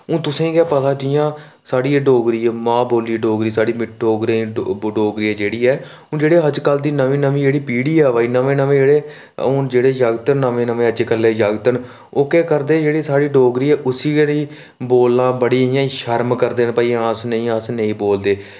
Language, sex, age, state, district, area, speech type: Dogri, male, 18-30, Jammu and Kashmir, Reasi, rural, spontaneous